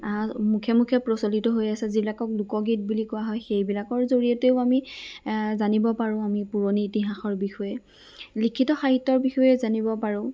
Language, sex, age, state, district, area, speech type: Assamese, female, 18-30, Assam, Lakhimpur, rural, spontaneous